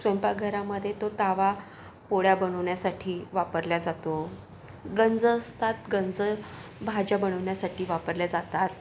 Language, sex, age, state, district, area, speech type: Marathi, female, 45-60, Maharashtra, Yavatmal, urban, spontaneous